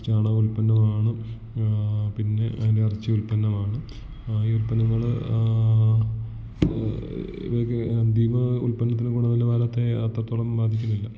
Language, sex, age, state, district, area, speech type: Malayalam, male, 18-30, Kerala, Idukki, rural, spontaneous